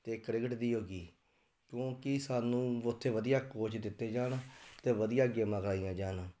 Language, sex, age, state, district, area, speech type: Punjabi, male, 30-45, Punjab, Tarn Taran, rural, spontaneous